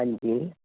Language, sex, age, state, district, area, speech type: Punjabi, female, 45-60, Punjab, Fazilka, rural, conversation